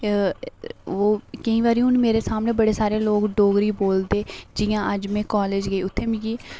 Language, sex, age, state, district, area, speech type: Dogri, female, 18-30, Jammu and Kashmir, Reasi, rural, spontaneous